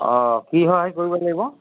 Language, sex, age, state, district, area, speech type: Assamese, male, 60+, Assam, Golaghat, rural, conversation